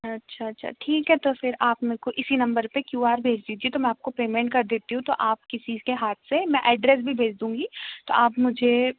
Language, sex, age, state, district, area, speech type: Hindi, female, 30-45, Madhya Pradesh, Jabalpur, urban, conversation